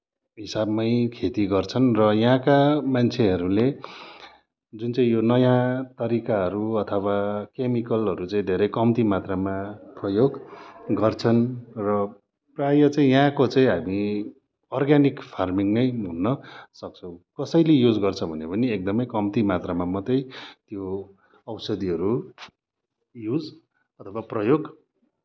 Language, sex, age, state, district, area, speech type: Nepali, male, 30-45, West Bengal, Kalimpong, rural, spontaneous